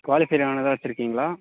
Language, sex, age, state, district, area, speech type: Tamil, male, 18-30, Tamil Nadu, Vellore, rural, conversation